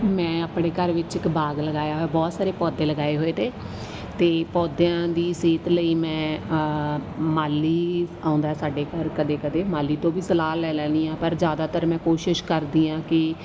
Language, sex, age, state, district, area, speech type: Punjabi, female, 30-45, Punjab, Mansa, rural, spontaneous